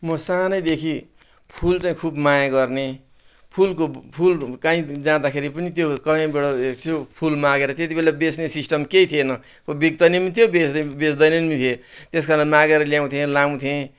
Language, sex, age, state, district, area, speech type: Nepali, male, 60+, West Bengal, Kalimpong, rural, spontaneous